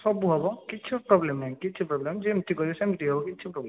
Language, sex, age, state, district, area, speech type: Odia, male, 18-30, Odisha, Balasore, rural, conversation